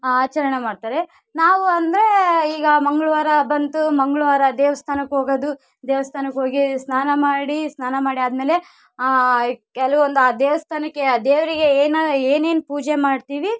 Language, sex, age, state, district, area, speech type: Kannada, female, 18-30, Karnataka, Vijayanagara, rural, spontaneous